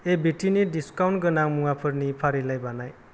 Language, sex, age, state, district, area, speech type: Bodo, male, 18-30, Assam, Kokrajhar, rural, read